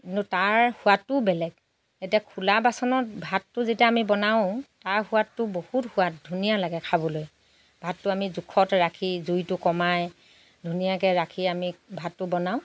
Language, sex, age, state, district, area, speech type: Assamese, female, 45-60, Assam, Lakhimpur, rural, spontaneous